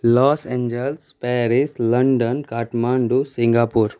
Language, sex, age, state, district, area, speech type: Maithili, other, 18-30, Bihar, Saharsa, rural, spontaneous